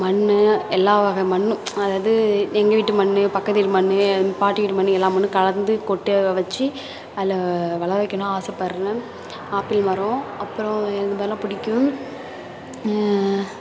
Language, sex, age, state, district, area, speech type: Tamil, female, 18-30, Tamil Nadu, Thanjavur, urban, spontaneous